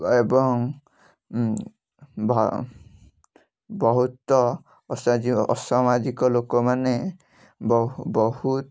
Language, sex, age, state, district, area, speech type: Odia, male, 18-30, Odisha, Kalahandi, rural, spontaneous